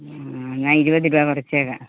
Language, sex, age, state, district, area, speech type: Malayalam, female, 45-60, Kerala, Pathanamthitta, rural, conversation